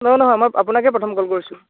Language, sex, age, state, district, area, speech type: Assamese, male, 18-30, Assam, Dhemaji, rural, conversation